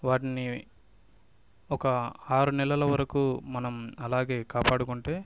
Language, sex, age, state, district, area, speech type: Telugu, male, 18-30, Telangana, Ranga Reddy, urban, spontaneous